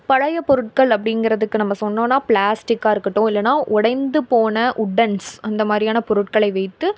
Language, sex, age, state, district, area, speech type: Tamil, female, 18-30, Tamil Nadu, Tiruppur, rural, spontaneous